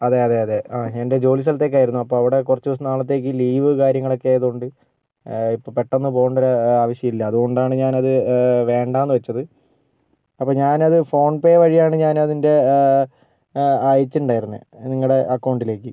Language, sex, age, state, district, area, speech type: Malayalam, male, 18-30, Kerala, Wayanad, rural, spontaneous